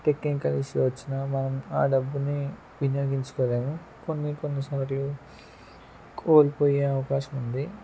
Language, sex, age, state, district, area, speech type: Telugu, male, 18-30, Andhra Pradesh, Eluru, rural, spontaneous